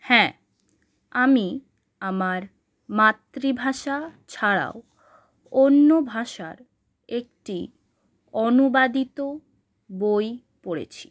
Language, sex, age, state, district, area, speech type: Bengali, female, 18-30, West Bengal, Howrah, urban, spontaneous